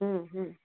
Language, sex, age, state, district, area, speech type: Bengali, female, 60+, West Bengal, Kolkata, urban, conversation